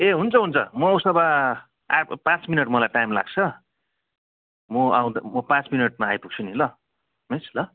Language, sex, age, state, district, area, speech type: Nepali, male, 45-60, West Bengal, Darjeeling, rural, conversation